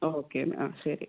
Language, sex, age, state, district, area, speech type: Malayalam, female, 30-45, Kerala, Thrissur, urban, conversation